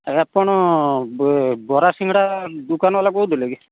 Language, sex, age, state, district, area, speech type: Odia, male, 45-60, Odisha, Sundergarh, rural, conversation